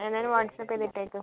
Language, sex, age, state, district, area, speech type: Malayalam, female, 18-30, Kerala, Kozhikode, urban, conversation